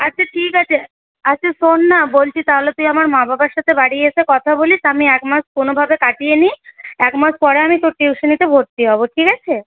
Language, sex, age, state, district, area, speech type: Bengali, female, 18-30, West Bengal, Paschim Bardhaman, rural, conversation